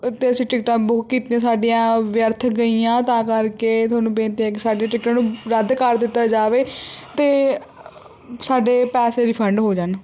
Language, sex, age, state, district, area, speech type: Punjabi, female, 18-30, Punjab, Barnala, urban, spontaneous